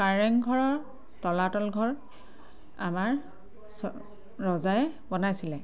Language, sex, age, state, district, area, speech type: Assamese, female, 30-45, Assam, Sivasagar, rural, spontaneous